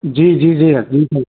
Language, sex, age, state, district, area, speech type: Sindhi, male, 30-45, Madhya Pradesh, Katni, rural, conversation